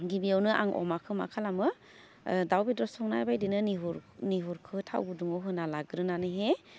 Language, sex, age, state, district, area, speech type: Bodo, female, 30-45, Assam, Udalguri, urban, spontaneous